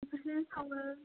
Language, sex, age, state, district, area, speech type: Bodo, female, 18-30, Assam, Baksa, rural, conversation